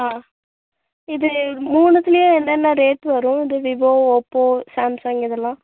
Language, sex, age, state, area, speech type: Tamil, female, 18-30, Tamil Nadu, urban, conversation